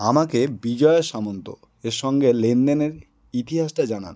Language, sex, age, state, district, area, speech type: Bengali, male, 18-30, West Bengal, Howrah, urban, read